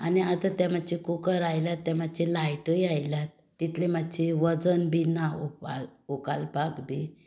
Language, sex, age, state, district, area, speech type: Goan Konkani, female, 45-60, Goa, Tiswadi, rural, spontaneous